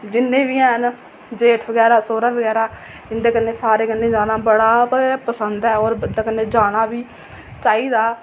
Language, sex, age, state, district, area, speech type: Dogri, female, 18-30, Jammu and Kashmir, Reasi, rural, spontaneous